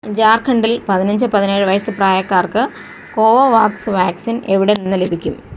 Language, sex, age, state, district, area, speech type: Malayalam, female, 45-60, Kerala, Thiruvananthapuram, rural, read